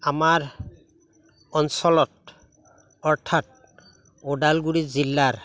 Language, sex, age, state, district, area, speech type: Assamese, male, 60+, Assam, Udalguri, rural, spontaneous